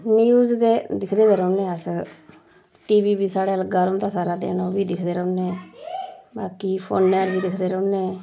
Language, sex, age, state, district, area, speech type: Dogri, female, 45-60, Jammu and Kashmir, Udhampur, rural, spontaneous